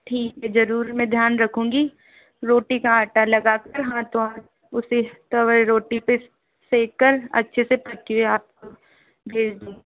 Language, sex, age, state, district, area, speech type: Hindi, female, 18-30, Rajasthan, Jaipur, rural, conversation